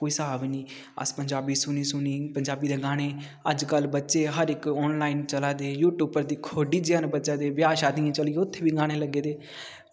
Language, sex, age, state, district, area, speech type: Dogri, male, 18-30, Jammu and Kashmir, Kathua, rural, spontaneous